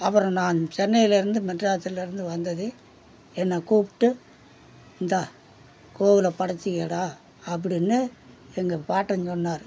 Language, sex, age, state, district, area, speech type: Tamil, male, 60+, Tamil Nadu, Perambalur, rural, spontaneous